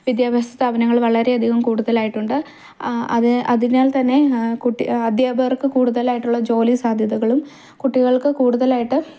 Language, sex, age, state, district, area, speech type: Malayalam, female, 18-30, Kerala, Idukki, rural, spontaneous